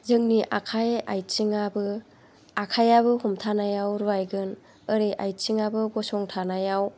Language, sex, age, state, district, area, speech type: Bodo, female, 45-60, Assam, Chirang, rural, spontaneous